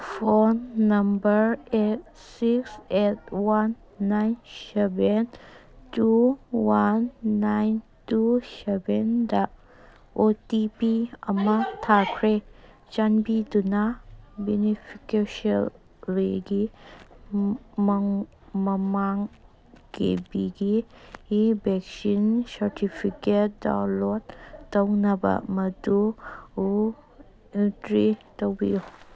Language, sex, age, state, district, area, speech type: Manipuri, female, 18-30, Manipur, Kangpokpi, urban, read